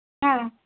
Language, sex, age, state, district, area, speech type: Kannada, female, 18-30, Karnataka, Chitradurga, rural, conversation